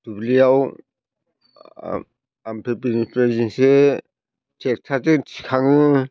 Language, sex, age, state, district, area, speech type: Bodo, male, 60+, Assam, Chirang, rural, spontaneous